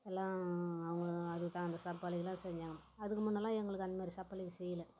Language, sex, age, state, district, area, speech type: Tamil, female, 60+, Tamil Nadu, Tiruvannamalai, rural, spontaneous